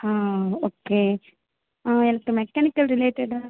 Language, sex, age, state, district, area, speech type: Tamil, female, 18-30, Tamil Nadu, Viluppuram, rural, conversation